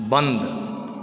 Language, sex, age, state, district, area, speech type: Maithili, male, 45-60, Bihar, Supaul, urban, read